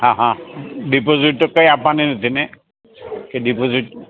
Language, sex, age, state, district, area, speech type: Gujarati, male, 60+, Gujarat, Rajkot, rural, conversation